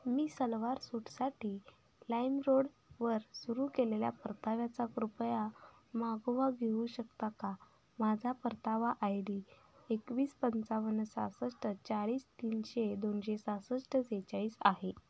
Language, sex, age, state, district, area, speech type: Marathi, female, 18-30, Maharashtra, Sangli, rural, read